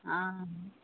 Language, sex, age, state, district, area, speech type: Hindi, female, 30-45, Uttar Pradesh, Azamgarh, rural, conversation